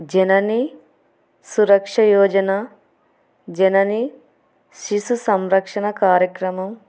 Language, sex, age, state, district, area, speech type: Telugu, female, 45-60, Andhra Pradesh, Kurnool, urban, spontaneous